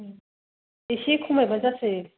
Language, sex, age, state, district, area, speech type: Bodo, female, 18-30, Assam, Chirang, urban, conversation